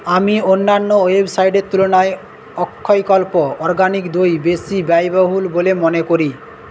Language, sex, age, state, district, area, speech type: Bengali, male, 18-30, West Bengal, Paschim Medinipur, rural, read